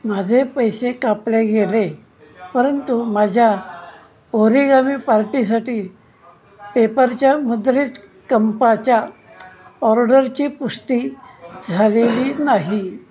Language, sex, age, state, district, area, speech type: Marathi, male, 60+, Maharashtra, Pune, urban, read